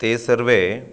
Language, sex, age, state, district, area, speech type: Sanskrit, male, 30-45, Karnataka, Shimoga, rural, spontaneous